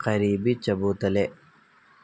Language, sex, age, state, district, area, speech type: Urdu, male, 18-30, Telangana, Hyderabad, urban, read